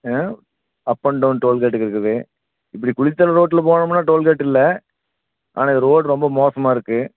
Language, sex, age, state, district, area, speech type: Tamil, male, 45-60, Tamil Nadu, Erode, urban, conversation